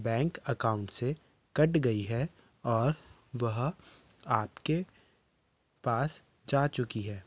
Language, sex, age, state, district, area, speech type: Hindi, male, 18-30, Madhya Pradesh, Betul, urban, spontaneous